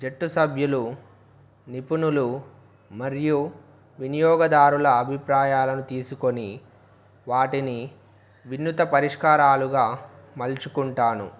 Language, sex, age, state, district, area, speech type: Telugu, male, 18-30, Telangana, Wanaparthy, urban, spontaneous